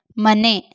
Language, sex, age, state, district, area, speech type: Kannada, female, 18-30, Karnataka, Shimoga, rural, read